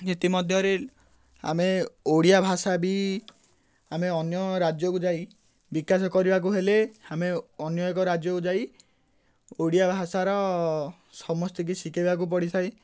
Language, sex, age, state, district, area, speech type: Odia, male, 18-30, Odisha, Ganjam, urban, spontaneous